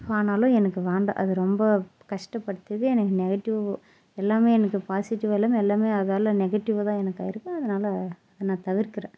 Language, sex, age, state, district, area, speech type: Tamil, female, 30-45, Tamil Nadu, Dharmapuri, rural, spontaneous